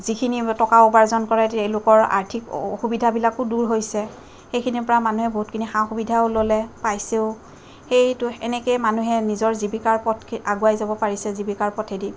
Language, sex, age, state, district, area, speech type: Assamese, female, 30-45, Assam, Kamrup Metropolitan, urban, spontaneous